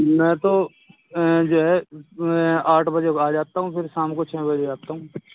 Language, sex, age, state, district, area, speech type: Urdu, male, 45-60, Uttar Pradesh, Muzaffarnagar, urban, conversation